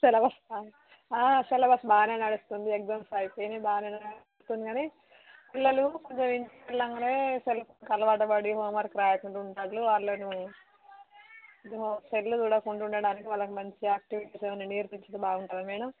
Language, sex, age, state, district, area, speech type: Telugu, female, 30-45, Telangana, Warangal, rural, conversation